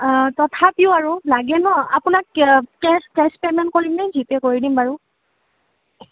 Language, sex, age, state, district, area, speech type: Assamese, female, 18-30, Assam, Kamrup Metropolitan, urban, conversation